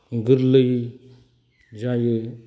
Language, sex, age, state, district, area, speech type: Bodo, male, 45-60, Assam, Kokrajhar, rural, spontaneous